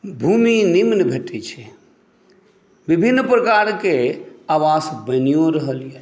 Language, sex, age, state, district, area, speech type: Maithili, male, 45-60, Bihar, Saharsa, urban, spontaneous